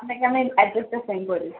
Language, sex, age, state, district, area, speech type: Bengali, female, 18-30, West Bengal, Darjeeling, urban, conversation